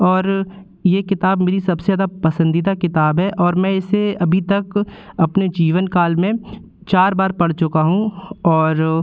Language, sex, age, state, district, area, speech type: Hindi, male, 18-30, Madhya Pradesh, Jabalpur, rural, spontaneous